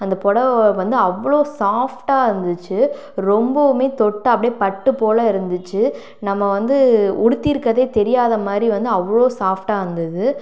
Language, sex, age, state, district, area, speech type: Tamil, female, 30-45, Tamil Nadu, Sivaganga, rural, spontaneous